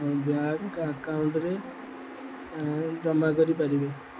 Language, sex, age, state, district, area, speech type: Odia, male, 18-30, Odisha, Jagatsinghpur, rural, spontaneous